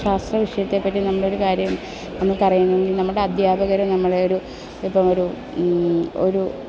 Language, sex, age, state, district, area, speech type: Malayalam, female, 30-45, Kerala, Alappuzha, urban, spontaneous